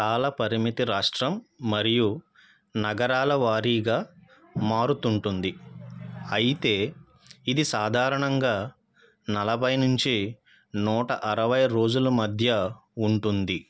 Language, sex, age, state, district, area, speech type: Telugu, male, 30-45, Andhra Pradesh, East Godavari, rural, read